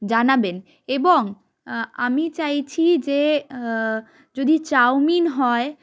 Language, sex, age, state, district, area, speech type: Bengali, female, 18-30, West Bengal, Jalpaiguri, rural, spontaneous